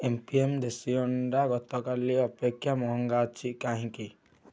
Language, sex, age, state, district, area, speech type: Odia, male, 18-30, Odisha, Kendujhar, urban, read